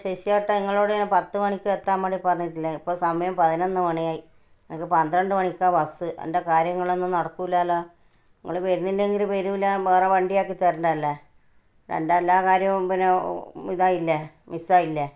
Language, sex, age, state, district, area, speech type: Malayalam, female, 60+, Kerala, Kannur, rural, spontaneous